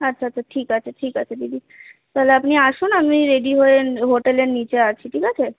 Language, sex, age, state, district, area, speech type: Bengali, female, 18-30, West Bengal, Kolkata, urban, conversation